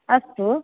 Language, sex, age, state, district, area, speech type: Sanskrit, female, 30-45, Karnataka, Dakshina Kannada, urban, conversation